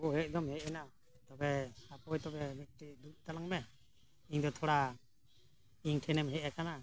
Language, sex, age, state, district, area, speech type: Santali, male, 60+, Jharkhand, Bokaro, rural, spontaneous